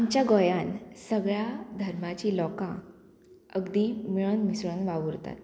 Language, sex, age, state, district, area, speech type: Goan Konkani, female, 18-30, Goa, Murmgao, urban, spontaneous